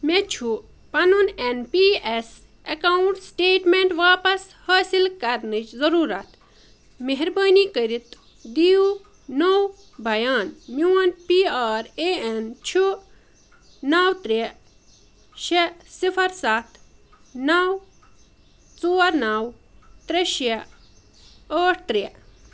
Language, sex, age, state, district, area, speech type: Kashmiri, female, 30-45, Jammu and Kashmir, Ganderbal, rural, read